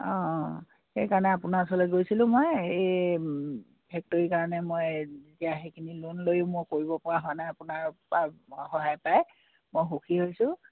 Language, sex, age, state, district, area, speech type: Assamese, female, 60+, Assam, Dibrugarh, rural, conversation